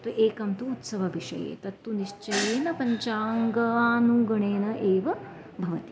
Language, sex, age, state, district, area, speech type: Sanskrit, female, 45-60, Maharashtra, Nashik, rural, spontaneous